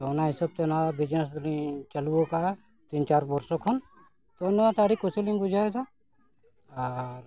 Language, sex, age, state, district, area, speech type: Santali, male, 45-60, Jharkhand, Bokaro, rural, spontaneous